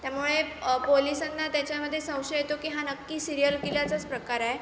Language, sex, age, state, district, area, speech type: Marathi, female, 18-30, Maharashtra, Sindhudurg, rural, spontaneous